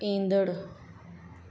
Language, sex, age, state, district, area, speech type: Sindhi, female, 30-45, Madhya Pradesh, Katni, urban, read